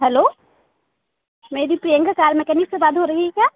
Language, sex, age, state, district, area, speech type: Hindi, female, 18-30, Madhya Pradesh, Hoshangabad, rural, conversation